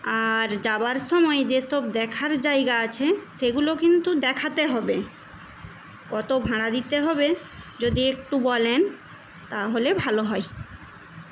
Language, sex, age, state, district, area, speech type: Bengali, female, 18-30, West Bengal, Paschim Medinipur, rural, spontaneous